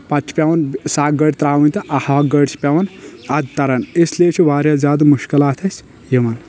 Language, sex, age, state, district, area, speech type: Kashmiri, male, 18-30, Jammu and Kashmir, Kulgam, urban, spontaneous